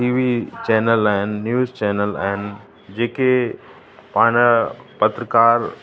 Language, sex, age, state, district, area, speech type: Sindhi, male, 45-60, Uttar Pradesh, Lucknow, urban, spontaneous